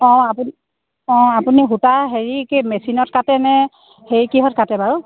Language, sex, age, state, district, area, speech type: Assamese, female, 30-45, Assam, Dhemaji, rural, conversation